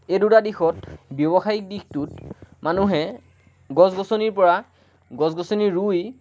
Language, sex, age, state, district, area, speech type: Assamese, male, 18-30, Assam, Lakhimpur, rural, spontaneous